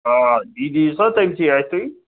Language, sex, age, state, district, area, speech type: Kashmiri, male, 45-60, Jammu and Kashmir, Srinagar, urban, conversation